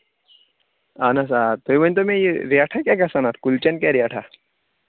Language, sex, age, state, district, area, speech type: Kashmiri, male, 18-30, Jammu and Kashmir, Kulgam, rural, conversation